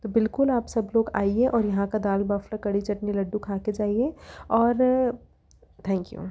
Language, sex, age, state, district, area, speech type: Hindi, female, 30-45, Madhya Pradesh, Ujjain, urban, spontaneous